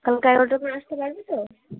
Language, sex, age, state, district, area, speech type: Bengali, female, 18-30, West Bengal, Cooch Behar, urban, conversation